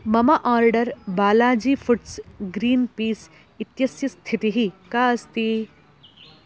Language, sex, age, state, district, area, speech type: Sanskrit, female, 18-30, Karnataka, Bangalore Rural, rural, read